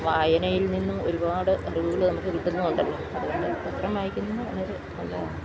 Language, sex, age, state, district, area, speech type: Malayalam, female, 60+, Kerala, Idukki, rural, spontaneous